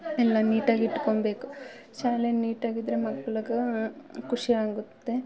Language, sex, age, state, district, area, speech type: Kannada, female, 18-30, Karnataka, Bangalore Rural, rural, spontaneous